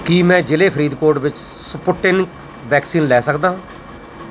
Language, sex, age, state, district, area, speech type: Punjabi, male, 45-60, Punjab, Mansa, urban, read